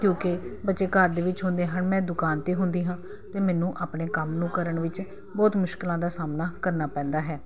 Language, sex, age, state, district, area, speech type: Punjabi, female, 45-60, Punjab, Kapurthala, urban, spontaneous